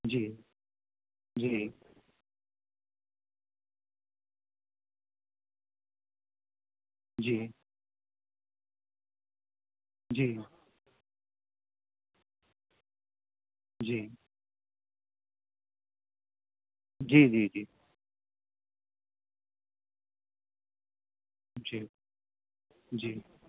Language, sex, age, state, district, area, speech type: Urdu, male, 30-45, Delhi, New Delhi, urban, conversation